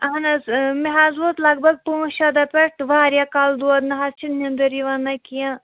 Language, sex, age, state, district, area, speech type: Kashmiri, female, 30-45, Jammu and Kashmir, Shopian, urban, conversation